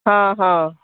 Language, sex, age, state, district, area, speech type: Odia, female, 45-60, Odisha, Ganjam, urban, conversation